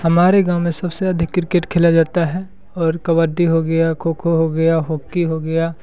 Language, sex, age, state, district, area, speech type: Hindi, male, 18-30, Bihar, Muzaffarpur, rural, spontaneous